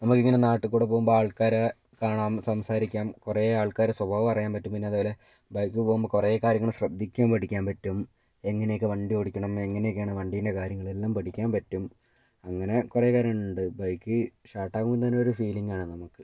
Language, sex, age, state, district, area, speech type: Malayalam, male, 18-30, Kerala, Wayanad, rural, spontaneous